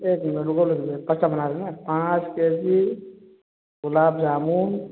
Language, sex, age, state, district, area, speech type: Hindi, male, 30-45, Uttar Pradesh, Prayagraj, rural, conversation